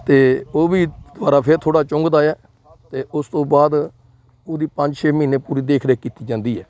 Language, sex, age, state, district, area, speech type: Punjabi, male, 60+, Punjab, Rupnagar, rural, spontaneous